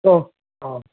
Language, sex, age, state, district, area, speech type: Manipuri, male, 60+, Manipur, Kangpokpi, urban, conversation